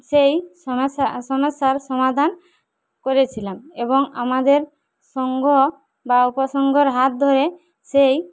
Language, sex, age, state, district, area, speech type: Bengali, female, 18-30, West Bengal, Jhargram, rural, spontaneous